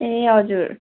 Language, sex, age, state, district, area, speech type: Nepali, female, 18-30, West Bengal, Darjeeling, rural, conversation